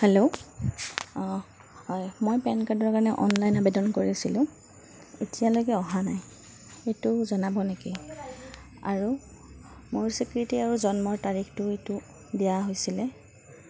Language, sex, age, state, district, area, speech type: Assamese, female, 30-45, Assam, Goalpara, rural, spontaneous